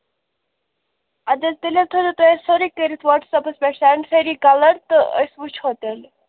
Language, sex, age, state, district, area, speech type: Kashmiri, female, 18-30, Jammu and Kashmir, Bandipora, rural, conversation